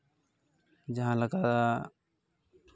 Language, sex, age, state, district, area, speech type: Santali, male, 18-30, West Bengal, Purba Bardhaman, rural, spontaneous